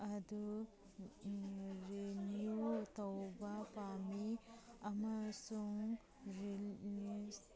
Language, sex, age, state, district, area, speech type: Manipuri, female, 30-45, Manipur, Kangpokpi, urban, read